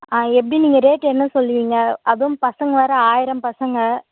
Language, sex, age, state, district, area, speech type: Tamil, female, 18-30, Tamil Nadu, Vellore, urban, conversation